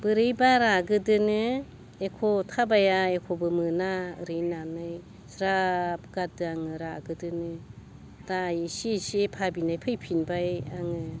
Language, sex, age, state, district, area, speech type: Bodo, female, 60+, Assam, Baksa, rural, spontaneous